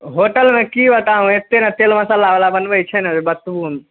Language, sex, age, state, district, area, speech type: Maithili, male, 18-30, Bihar, Samastipur, rural, conversation